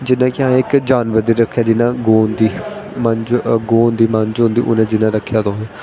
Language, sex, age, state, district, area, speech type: Dogri, male, 18-30, Jammu and Kashmir, Jammu, rural, spontaneous